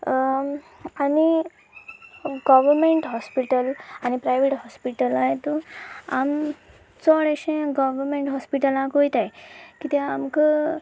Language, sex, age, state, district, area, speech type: Goan Konkani, female, 18-30, Goa, Sanguem, rural, spontaneous